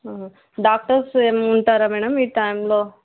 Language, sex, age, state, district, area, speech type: Telugu, female, 18-30, Andhra Pradesh, Kurnool, rural, conversation